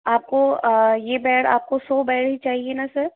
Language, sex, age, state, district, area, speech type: Hindi, female, 18-30, Rajasthan, Jaipur, urban, conversation